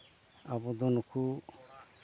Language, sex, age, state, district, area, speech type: Santali, male, 60+, Jharkhand, East Singhbhum, rural, spontaneous